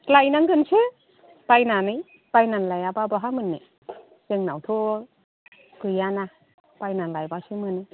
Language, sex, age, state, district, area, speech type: Bodo, female, 60+, Assam, Kokrajhar, rural, conversation